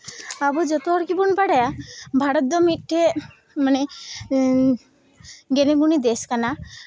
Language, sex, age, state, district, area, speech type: Santali, female, 18-30, West Bengal, Malda, rural, spontaneous